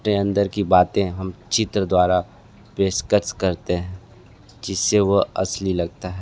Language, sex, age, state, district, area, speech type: Hindi, male, 30-45, Uttar Pradesh, Sonbhadra, rural, spontaneous